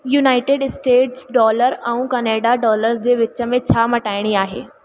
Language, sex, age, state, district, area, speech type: Sindhi, female, 18-30, Madhya Pradesh, Katni, urban, read